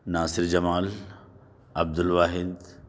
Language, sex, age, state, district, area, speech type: Urdu, male, 45-60, Delhi, Central Delhi, urban, spontaneous